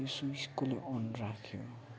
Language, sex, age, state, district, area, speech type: Nepali, male, 60+, West Bengal, Kalimpong, rural, spontaneous